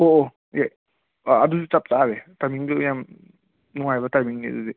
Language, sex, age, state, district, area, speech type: Manipuri, male, 30-45, Manipur, Imphal West, urban, conversation